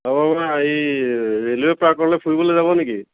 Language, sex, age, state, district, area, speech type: Assamese, male, 45-60, Assam, Tinsukia, urban, conversation